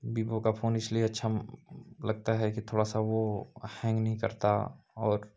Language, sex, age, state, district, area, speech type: Hindi, male, 30-45, Uttar Pradesh, Chandauli, rural, spontaneous